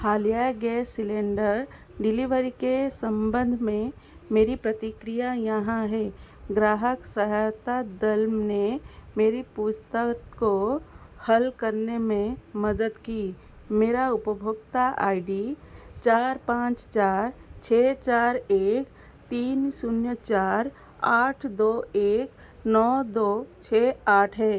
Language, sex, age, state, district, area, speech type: Hindi, female, 45-60, Madhya Pradesh, Seoni, rural, read